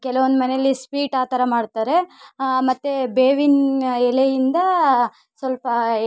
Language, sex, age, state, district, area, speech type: Kannada, female, 18-30, Karnataka, Vijayanagara, rural, spontaneous